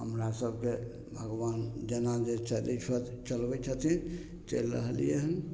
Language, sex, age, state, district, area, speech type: Maithili, male, 45-60, Bihar, Samastipur, rural, spontaneous